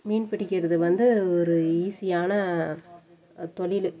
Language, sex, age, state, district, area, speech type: Tamil, female, 30-45, Tamil Nadu, Dharmapuri, urban, spontaneous